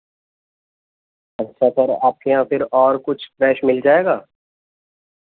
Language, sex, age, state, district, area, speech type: Urdu, male, 18-30, Delhi, New Delhi, urban, conversation